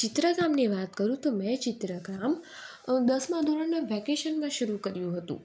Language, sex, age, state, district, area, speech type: Gujarati, female, 18-30, Gujarat, Surat, urban, spontaneous